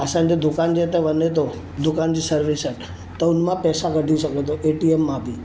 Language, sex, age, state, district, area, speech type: Sindhi, male, 30-45, Maharashtra, Mumbai Suburban, urban, spontaneous